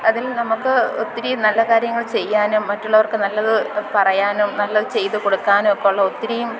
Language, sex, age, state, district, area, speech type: Malayalam, female, 30-45, Kerala, Alappuzha, rural, spontaneous